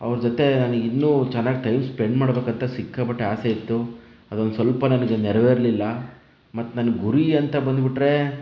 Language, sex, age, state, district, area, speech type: Kannada, male, 30-45, Karnataka, Chitradurga, rural, spontaneous